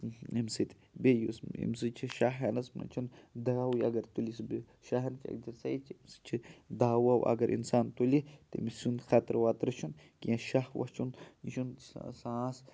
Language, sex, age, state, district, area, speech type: Kashmiri, male, 18-30, Jammu and Kashmir, Pulwama, rural, spontaneous